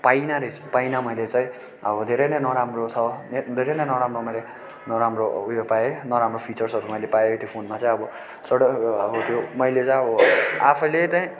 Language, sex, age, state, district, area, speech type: Nepali, male, 18-30, West Bengal, Darjeeling, rural, spontaneous